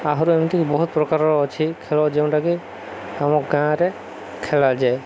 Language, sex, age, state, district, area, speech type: Odia, male, 30-45, Odisha, Subarnapur, urban, spontaneous